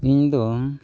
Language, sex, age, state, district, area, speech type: Santali, male, 45-60, Odisha, Mayurbhanj, rural, spontaneous